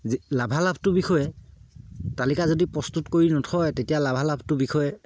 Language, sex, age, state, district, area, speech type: Assamese, male, 30-45, Assam, Sivasagar, rural, spontaneous